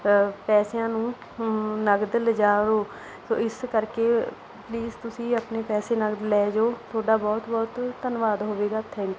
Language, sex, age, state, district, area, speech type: Punjabi, female, 30-45, Punjab, Bathinda, rural, spontaneous